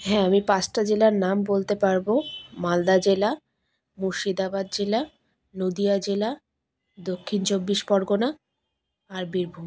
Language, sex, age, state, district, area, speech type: Bengali, female, 30-45, West Bengal, Malda, rural, spontaneous